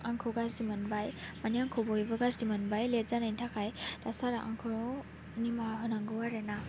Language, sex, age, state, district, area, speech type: Bodo, female, 18-30, Assam, Baksa, rural, spontaneous